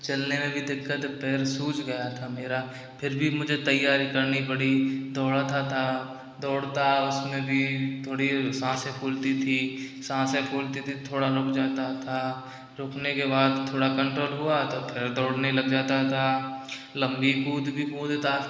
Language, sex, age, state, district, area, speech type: Hindi, male, 30-45, Rajasthan, Karauli, rural, spontaneous